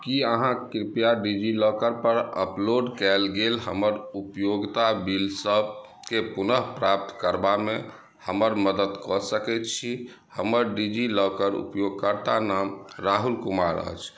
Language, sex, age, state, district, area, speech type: Maithili, male, 45-60, Bihar, Madhubani, rural, read